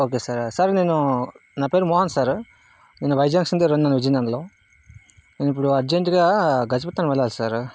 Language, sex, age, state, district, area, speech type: Telugu, male, 45-60, Andhra Pradesh, Vizianagaram, rural, spontaneous